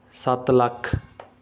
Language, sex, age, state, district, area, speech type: Punjabi, male, 18-30, Punjab, Rupnagar, rural, spontaneous